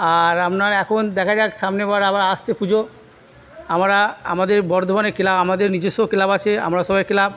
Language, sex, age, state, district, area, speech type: Bengali, male, 45-60, West Bengal, Purba Bardhaman, urban, spontaneous